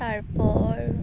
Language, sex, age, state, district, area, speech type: Bengali, female, 18-30, West Bengal, South 24 Parganas, rural, spontaneous